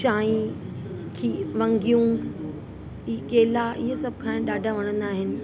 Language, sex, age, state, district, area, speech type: Sindhi, female, 30-45, Uttar Pradesh, Lucknow, rural, spontaneous